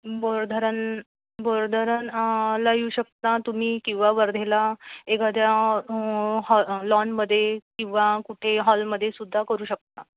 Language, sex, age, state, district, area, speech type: Marathi, female, 18-30, Maharashtra, Thane, rural, conversation